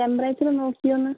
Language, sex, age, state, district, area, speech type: Malayalam, female, 30-45, Kerala, Kozhikode, urban, conversation